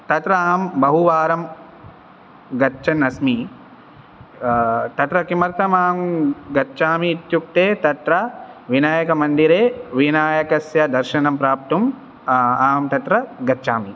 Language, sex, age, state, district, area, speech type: Sanskrit, male, 18-30, Telangana, Hyderabad, urban, spontaneous